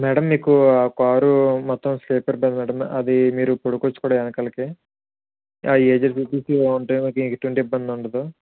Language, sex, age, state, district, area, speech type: Telugu, male, 45-60, Andhra Pradesh, Kakinada, rural, conversation